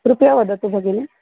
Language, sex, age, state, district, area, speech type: Sanskrit, female, 30-45, Maharashtra, Nagpur, urban, conversation